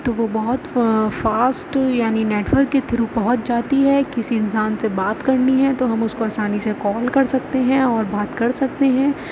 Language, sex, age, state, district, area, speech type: Urdu, female, 30-45, Uttar Pradesh, Aligarh, rural, spontaneous